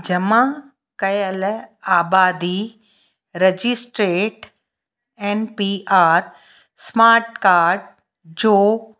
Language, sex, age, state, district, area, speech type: Sindhi, female, 45-60, Gujarat, Kutch, rural, read